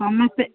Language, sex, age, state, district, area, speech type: Odia, female, 60+, Odisha, Gajapati, rural, conversation